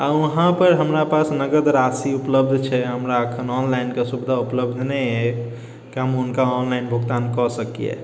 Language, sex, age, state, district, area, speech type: Maithili, male, 18-30, Bihar, Sitamarhi, urban, spontaneous